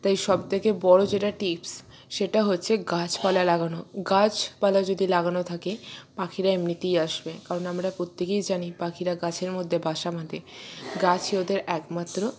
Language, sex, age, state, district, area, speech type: Bengali, female, 60+, West Bengal, Purba Bardhaman, urban, spontaneous